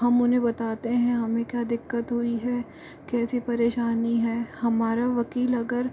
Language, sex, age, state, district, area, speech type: Hindi, female, 30-45, Rajasthan, Jaipur, urban, spontaneous